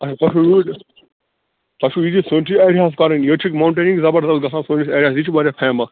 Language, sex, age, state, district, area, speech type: Kashmiri, male, 45-60, Jammu and Kashmir, Bandipora, rural, conversation